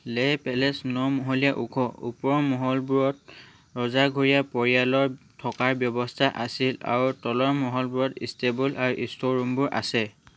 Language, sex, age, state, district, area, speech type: Assamese, male, 18-30, Assam, Charaideo, urban, read